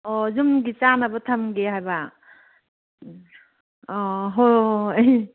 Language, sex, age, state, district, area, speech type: Manipuri, female, 45-60, Manipur, Kangpokpi, urban, conversation